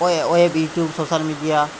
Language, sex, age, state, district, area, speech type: Bengali, male, 30-45, West Bengal, Jhargram, rural, spontaneous